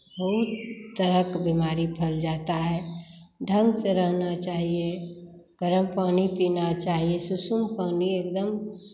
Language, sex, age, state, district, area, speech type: Hindi, female, 45-60, Bihar, Begusarai, rural, spontaneous